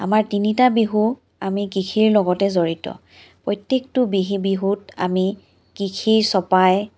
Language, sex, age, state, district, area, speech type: Assamese, female, 30-45, Assam, Charaideo, urban, spontaneous